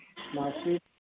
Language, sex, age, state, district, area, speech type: Hindi, male, 45-60, Uttar Pradesh, Sitapur, rural, conversation